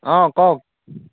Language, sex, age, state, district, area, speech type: Assamese, male, 18-30, Assam, Majuli, urban, conversation